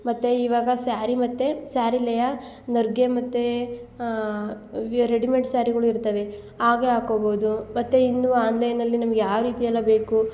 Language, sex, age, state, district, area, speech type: Kannada, female, 18-30, Karnataka, Hassan, rural, spontaneous